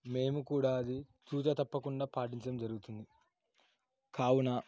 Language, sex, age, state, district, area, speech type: Telugu, male, 18-30, Telangana, Yadadri Bhuvanagiri, urban, spontaneous